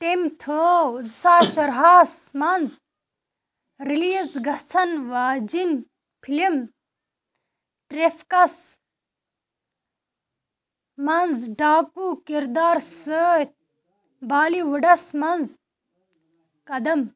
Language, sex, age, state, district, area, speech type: Kashmiri, female, 45-60, Jammu and Kashmir, Baramulla, rural, read